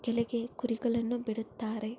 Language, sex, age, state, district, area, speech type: Kannada, female, 18-30, Karnataka, Kolar, rural, spontaneous